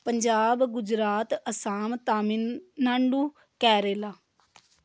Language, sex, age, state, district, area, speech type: Punjabi, female, 30-45, Punjab, Amritsar, urban, spontaneous